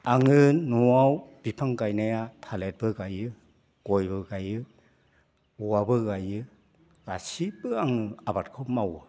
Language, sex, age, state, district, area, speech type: Bodo, male, 60+, Assam, Udalguri, rural, spontaneous